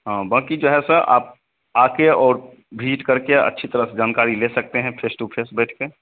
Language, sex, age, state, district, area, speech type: Hindi, male, 30-45, Bihar, Begusarai, urban, conversation